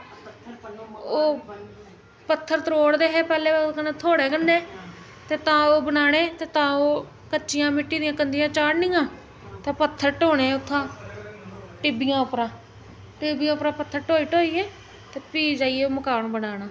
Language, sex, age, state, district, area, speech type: Dogri, female, 30-45, Jammu and Kashmir, Jammu, urban, spontaneous